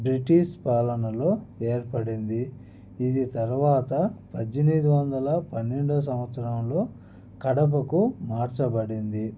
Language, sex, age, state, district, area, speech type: Telugu, male, 30-45, Andhra Pradesh, Annamaya, rural, spontaneous